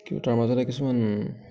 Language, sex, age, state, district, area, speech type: Assamese, male, 18-30, Assam, Kamrup Metropolitan, urban, spontaneous